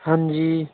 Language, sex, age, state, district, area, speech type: Punjabi, male, 30-45, Punjab, Barnala, urban, conversation